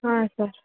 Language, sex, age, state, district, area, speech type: Kannada, female, 18-30, Karnataka, Bellary, urban, conversation